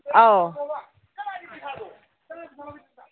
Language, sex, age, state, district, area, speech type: Manipuri, female, 30-45, Manipur, Kangpokpi, urban, conversation